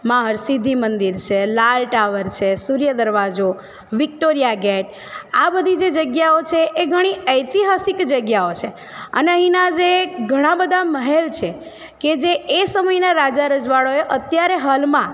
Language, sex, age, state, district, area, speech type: Gujarati, female, 30-45, Gujarat, Narmada, rural, spontaneous